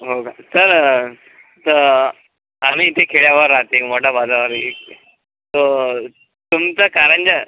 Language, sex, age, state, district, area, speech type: Marathi, male, 18-30, Maharashtra, Washim, rural, conversation